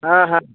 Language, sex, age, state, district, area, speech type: Hindi, male, 60+, Uttar Pradesh, Ayodhya, rural, conversation